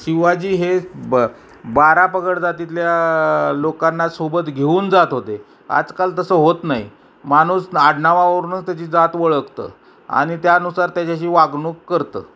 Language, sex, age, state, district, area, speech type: Marathi, male, 45-60, Maharashtra, Osmanabad, rural, spontaneous